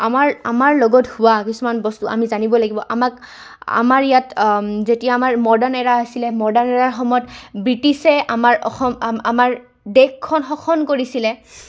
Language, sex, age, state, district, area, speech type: Assamese, female, 18-30, Assam, Goalpara, urban, spontaneous